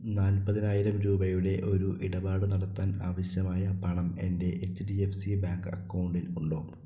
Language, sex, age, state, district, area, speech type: Malayalam, male, 18-30, Kerala, Palakkad, rural, read